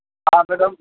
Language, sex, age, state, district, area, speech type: Gujarati, male, 60+, Gujarat, Kheda, rural, conversation